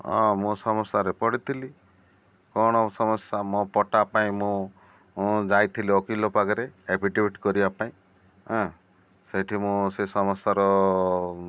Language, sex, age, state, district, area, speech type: Odia, male, 60+, Odisha, Malkangiri, urban, spontaneous